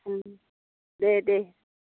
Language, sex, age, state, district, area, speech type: Bodo, female, 60+, Assam, Baksa, urban, conversation